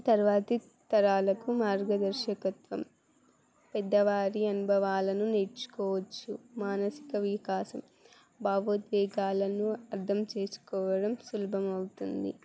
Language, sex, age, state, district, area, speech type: Telugu, female, 18-30, Telangana, Jangaon, urban, spontaneous